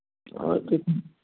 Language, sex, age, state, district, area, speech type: Bengali, male, 18-30, West Bengal, Nadia, rural, conversation